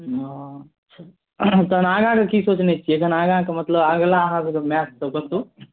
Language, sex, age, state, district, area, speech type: Maithili, male, 18-30, Bihar, Darbhanga, rural, conversation